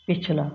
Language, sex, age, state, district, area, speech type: Hindi, female, 60+, Madhya Pradesh, Jabalpur, urban, read